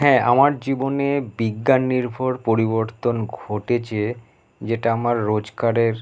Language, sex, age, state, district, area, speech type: Bengali, male, 30-45, West Bengal, Paschim Bardhaman, urban, spontaneous